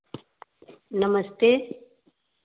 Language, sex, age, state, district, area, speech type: Hindi, female, 30-45, Uttar Pradesh, Varanasi, urban, conversation